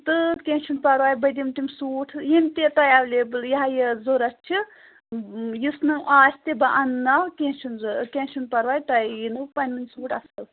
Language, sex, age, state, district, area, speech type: Kashmiri, female, 30-45, Jammu and Kashmir, Pulwama, urban, conversation